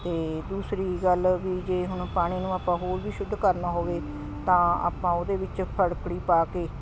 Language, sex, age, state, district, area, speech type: Punjabi, female, 60+, Punjab, Ludhiana, urban, spontaneous